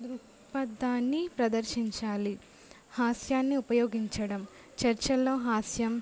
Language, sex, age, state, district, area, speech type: Telugu, female, 18-30, Telangana, Jangaon, urban, spontaneous